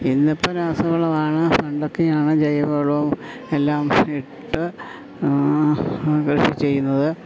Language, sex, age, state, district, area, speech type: Malayalam, female, 60+, Kerala, Idukki, rural, spontaneous